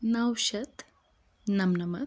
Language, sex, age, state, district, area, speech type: Kashmiri, female, 18-30, Jammu and Kashmir, Pulwama, rural, spontaneous